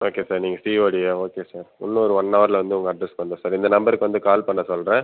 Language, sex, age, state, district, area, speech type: Tamil, male, 18-30, Tamil Nadu, Viluppuram, urban, conversation